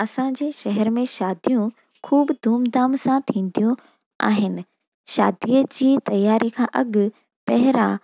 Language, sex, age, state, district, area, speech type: Sindhi, female, 18-30, Gujarat, Junagadh, rural, spontaneous